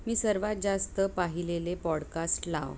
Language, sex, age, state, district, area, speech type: Marathi, female, 30-45, Maharashtra, Mumbai Suburban, urban, read